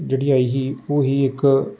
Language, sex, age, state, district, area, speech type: Dogri, male, 18-30, Jammu and Kashmir, Samba, urban, spontaneous